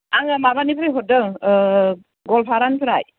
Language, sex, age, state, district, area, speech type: Bodo, female, 45-60, Assam, Kokrajhar, rural, conversation